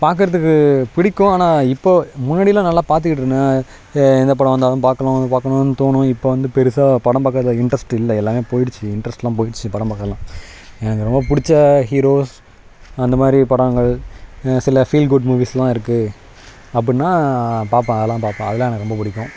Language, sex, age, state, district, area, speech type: Tamil, male, 30-45, Tamil Nadu, Nagapattinam, rural, spontaneous